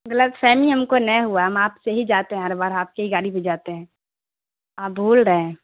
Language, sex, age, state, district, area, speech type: Urdu, female, 30-45, Bihar, Darbhanga, rural, conversation